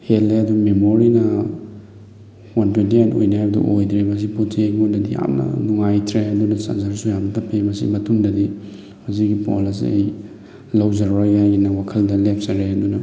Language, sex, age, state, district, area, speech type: Manipuri, male, 30-45, Manipur, Thoubal, rural, spontaneous